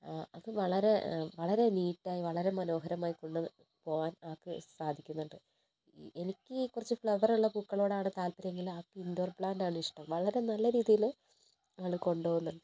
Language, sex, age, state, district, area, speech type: Malayalam, female, 30-45, Kerala, Wayanad, rural, spontaneous